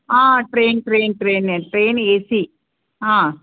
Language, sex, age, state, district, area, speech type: Kannada, female, 45-60, Karnataka, Gulbarga, urban, conversation